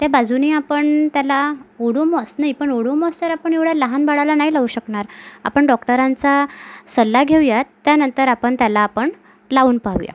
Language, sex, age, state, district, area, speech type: Marathi, female, 18-30, Maharashtra, Amravati, urban, spontaneous